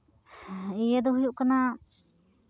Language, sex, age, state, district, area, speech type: Santali, female, 30-45, West Bengal, Uttar Dinajpur, rural, spontaneous